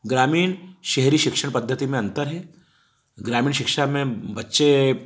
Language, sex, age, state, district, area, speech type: Hindi, male, 45-60, Madhya Pradesh, Ujjain, rural, spontaneous